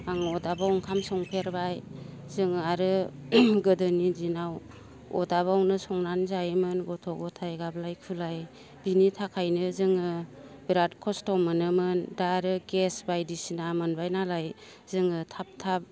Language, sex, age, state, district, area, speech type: Bodo, female, 18-30, Assam, Baksa, rural, spontaneous